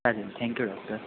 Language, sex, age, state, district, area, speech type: Marathi, male, 18-30, Maharashtra, Sindhudurg, rural, conversation